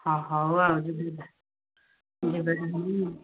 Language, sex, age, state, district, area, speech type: Odia, female, 45-60, Odisha, Nayagarh, rural, conversation